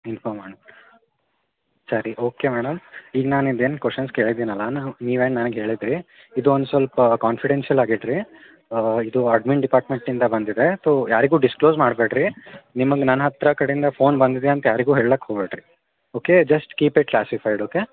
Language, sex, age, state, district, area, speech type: Kannada, male, 18-30, Karnataka, Gulbarga, urban, conversation